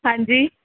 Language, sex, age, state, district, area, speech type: Punjabi, female, 18-30, Punjab, Mohali, urban, conversation